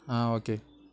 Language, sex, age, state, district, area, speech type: Tamil, male, 18-30, Tamil Nadu, Nagapattinam, rural, spontaneous